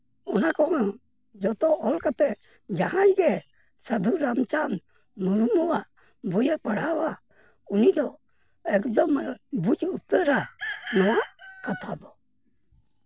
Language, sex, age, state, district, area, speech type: Santali, male, 60+, West Bengal, Purulia, rural, spontaneous